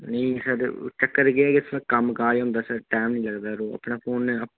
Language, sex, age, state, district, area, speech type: Dogri, male, 18-30, Jammu and Kashmir, Udhampur, rural, conversation